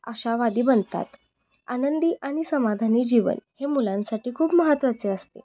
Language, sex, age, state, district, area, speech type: Marathi, female, 18-30, Maharashtra, Kolhapur, urban, spontaneous